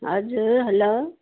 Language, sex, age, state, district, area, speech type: Nepali, female, 45-60, West Bengal, Jalpaiguri, urban, conversation